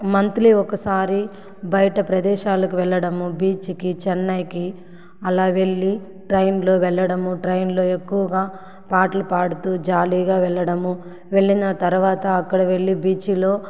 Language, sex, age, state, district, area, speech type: Telugu, female, 45-60, Andhra Pradesh, Sri Balaji, urban, spontaneous